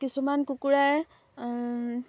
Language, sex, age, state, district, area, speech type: Assamese, female, 18-30, Assam, Sivasagar, rural, spontaneous